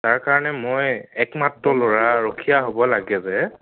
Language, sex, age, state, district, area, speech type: Assamese, male, 30-45, Assam, Nagaon, rural, conversation